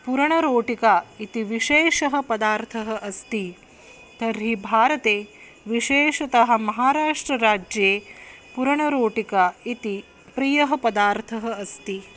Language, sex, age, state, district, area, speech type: Sanskrit, female, 30-45, Maharashtra, Akola, urban, spontaneous